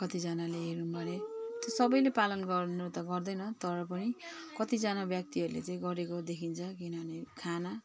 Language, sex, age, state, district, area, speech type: Nepali, female, 45-60, West Bengal, Jalpaiguri, urban, spontaneous